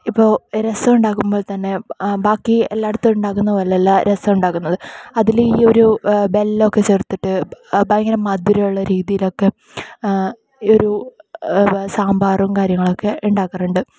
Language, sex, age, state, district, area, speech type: Malayalam, female, 18-30, Kerala, Kasaragod, rural, spontaneous